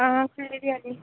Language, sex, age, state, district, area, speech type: Dogri, female, 18-30, Jammu and Kashmir, Reasi, rural, conversation